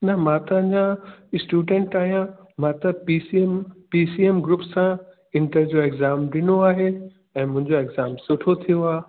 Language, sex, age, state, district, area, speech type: Sindhi, male, 30-45, Uttar Pradesh, Lucknow, urban, conversation